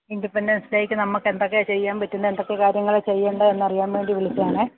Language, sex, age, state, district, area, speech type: Malayalam, female, 45-60, Kerala, Idukki, rural, conversation